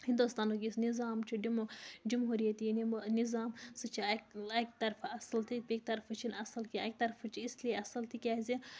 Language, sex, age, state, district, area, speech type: Kashmiri, female, 60+, Jammu and Kashmir, Baramulla, rural, spontaneous